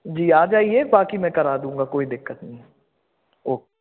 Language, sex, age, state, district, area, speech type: Hindi, male, 18-30, Madhya Pradesh, Hoshangabad, urban, conversation